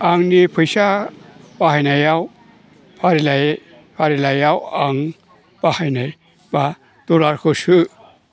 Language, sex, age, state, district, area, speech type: Bodo, male, 60+, Assam, Chirang, urban, read